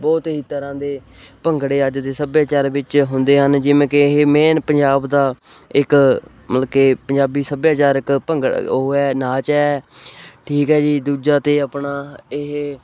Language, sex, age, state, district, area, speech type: Punjabi, male, 18-30, Punjab, Hoshiarpur, rural, spontaneous